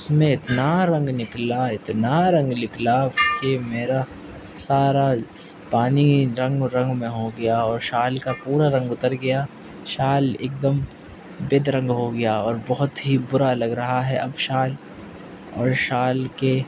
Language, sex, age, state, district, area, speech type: Urdu, male, 18-30, Delhi, East Delhi, rural, spontaneous